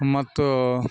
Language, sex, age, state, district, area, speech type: Kannada, male, 45-60, Karnataka, Bellary, rural, spontaneous